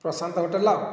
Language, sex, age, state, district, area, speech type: Odia, male, 45-60, Odisha, Nayagarh, rural, spontaneous